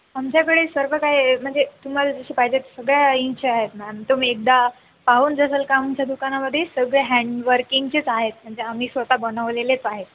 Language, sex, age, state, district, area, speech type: Marathi, female, 18-30, Maharashtra, Nanded, rural, conversation